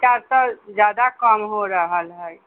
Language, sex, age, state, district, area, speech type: Maithili, female, 60+, Bihar, Sitamarhi, rural, conversation